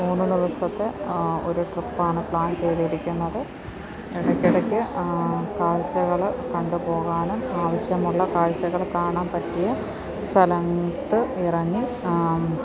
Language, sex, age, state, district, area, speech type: Malayalam, female, 30-45, Kerala, Alappuzha, rural, spontaneous